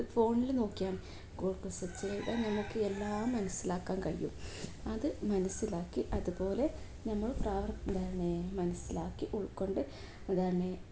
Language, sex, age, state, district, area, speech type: Malayalam, female, 18-30, Kerala, Kozhikode, rural, spontaneous